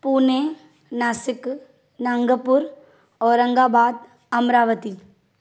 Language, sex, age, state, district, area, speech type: Sindhi, female, 30-45, Maharashtra, Thane, urban, spontaneous